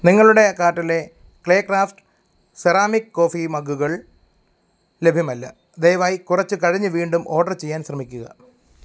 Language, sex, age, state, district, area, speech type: Malayalam, male, 30-45, Kerala, Pathanamthitta, rural, read